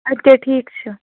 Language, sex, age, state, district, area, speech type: Kashmiri, female, 30-45, Jammu and Kashmir, Baramulla, rural, conversation